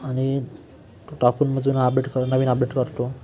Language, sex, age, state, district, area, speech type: Marathi, male, 18-30, Maharashtra, Nashik, urban, spontaneous